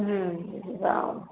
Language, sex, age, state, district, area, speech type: Odia, female, 45-60, Odisha, Angul, rural, conversation